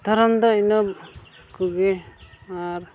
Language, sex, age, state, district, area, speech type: Santali, male, 18-30, Jharkhand, Pakur, rural, spontaneous